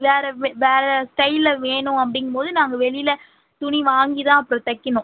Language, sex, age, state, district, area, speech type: Tamil, female, 45-60, Tamil Nadu, Cuddalore, rural, conversation